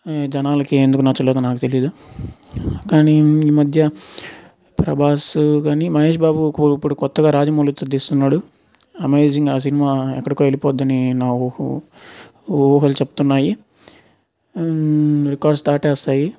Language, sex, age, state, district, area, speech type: Telugu, male, 18-30, Andhra Pradesh, Nellore, urban, spontaneous